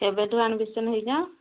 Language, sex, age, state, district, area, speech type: Odia, female, 45-60, Odisha, Angul, rural, conversation